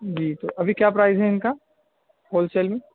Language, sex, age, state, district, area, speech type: Urdu, male, 18-30, Bihar, Purnia, rural, conversation